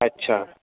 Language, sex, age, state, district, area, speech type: Urdu, male, 30-45, Uttar Pradesh, Gautam Buddha Nagar, rural, conversation